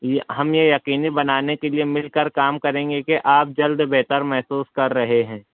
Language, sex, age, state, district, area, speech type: Urdu, male, 60+, Maharashtra, Nashik, urban, conversation